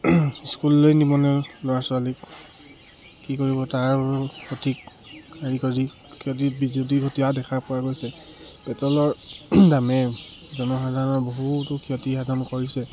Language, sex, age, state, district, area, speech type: Assamese, male, 30-45, Assam, Charaideo, urban, spontaneous